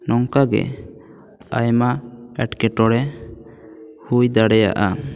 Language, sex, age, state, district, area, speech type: Santali, male, 18-30, West Bengal, Bankura, rural, spontaneous